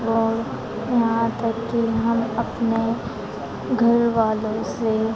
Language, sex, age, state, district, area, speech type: Hindi, female, 18-30, Madhya Pradesh, Harda, urban, spontaneous